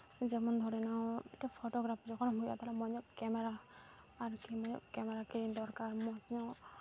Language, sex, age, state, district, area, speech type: Santali, female, 18-30, West Bengal, Malda, rural, spontaneous